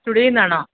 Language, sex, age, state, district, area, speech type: Malayalam, female, 45-60, Kerala, Kottayam, urban, conversation